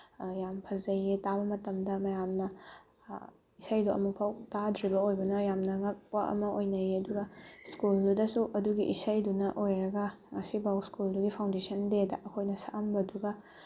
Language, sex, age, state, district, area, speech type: Manipuri, female, 18-30, Manipur, Bishnupur, rural, spontaneous